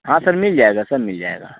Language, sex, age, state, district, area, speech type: Hindi, male, 18-30, Uttar Pradesh, Azamgarh, rural, conversation